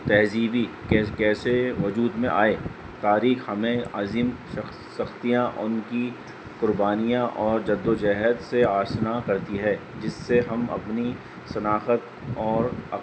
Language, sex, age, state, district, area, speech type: Urdu, male, 30-45, Delhi, North East Delhi, urban, spontaneous